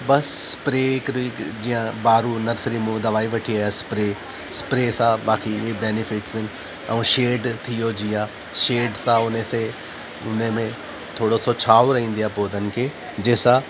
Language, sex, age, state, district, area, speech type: Sindhi, male, 30-45, Delhi, South Delhi, urban, spontaneous